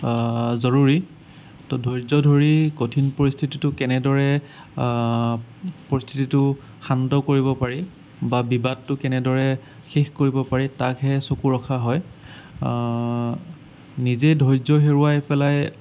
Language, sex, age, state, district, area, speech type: Assamese, male, 18-30, Assam, Sonitpur, rural, spontaneous